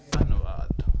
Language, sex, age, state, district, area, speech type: Punjabi, male, 18-30, Punjab, Patiala, rural, spontaneous